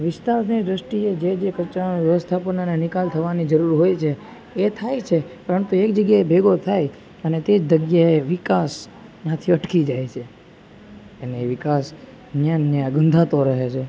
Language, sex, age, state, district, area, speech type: Gujarati, male, 18-30, Gujarat, Junagadh, urban, spontaneous